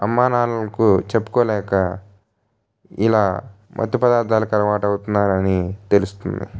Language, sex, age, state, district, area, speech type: Telugu, male, 18-30, Andhra Pradesh, N T Rama Rao, urban, spontaneous